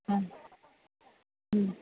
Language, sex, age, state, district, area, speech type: Marathi, female, 45-60, Maharashtra, Jalna, rural, conversation